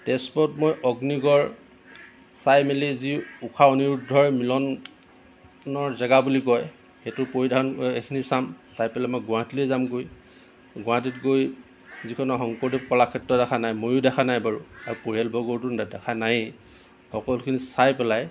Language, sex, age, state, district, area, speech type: Assamese, male, 45-60, Assam, Lakhimpur, rural, spontaneous